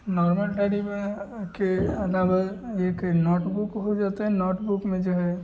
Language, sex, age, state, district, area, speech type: Hindi, male, 18-30, Bihar, Madhepura, rural, spontaneous